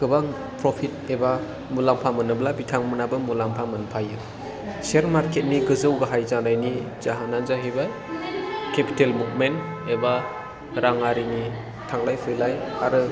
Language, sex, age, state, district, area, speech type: Bodo, male, 30-45, Assam, Chirang, urban, spontaneous